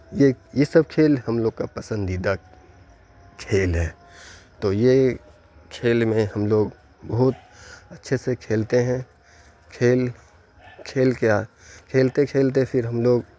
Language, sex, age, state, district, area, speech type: Urdu, male, 30-45, Bihar, Khagaria, rural, spontaneous